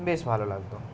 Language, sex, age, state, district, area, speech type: Bengali, male, 18-30, West Bengal, Kolkata, urban, spontaneous